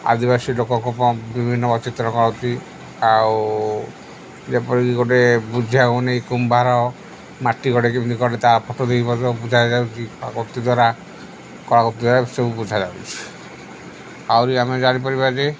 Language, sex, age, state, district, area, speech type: Odia, male, 60+, Odisha, Sundergarh, urban, spontaneous